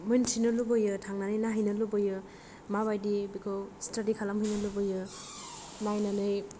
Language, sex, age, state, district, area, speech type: Bodo, female, 18-30, Assam, Kokrajhar, rural, spontaneous